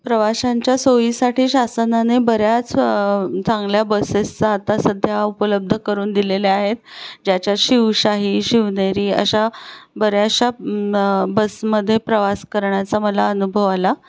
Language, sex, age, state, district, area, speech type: Marathi, female, 45-60, Maharashtra, Pune, urban, spontaneous